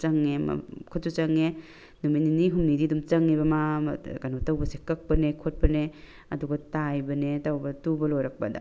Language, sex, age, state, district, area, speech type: Manipuri, female, 45-60, Manipur, Tengnoupal, rural, spontaneous